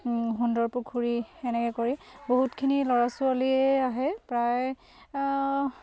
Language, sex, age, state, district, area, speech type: Assamese, female, 30-45, Assam, Sivasagar, rural, spontaneous